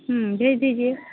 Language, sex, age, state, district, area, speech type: Hindi, female, 30-45, Uttar Pradesh, Varanasi, rural, conversation